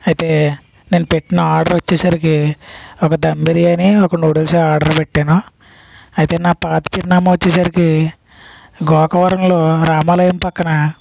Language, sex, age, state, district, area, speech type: Telugu, male, 60+, Andhra Pradesh, East Godavari, rural, spontaneous